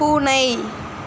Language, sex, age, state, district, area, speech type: Tamil, female, 45-60, Tamil Nadu, Sivaganga, rural, read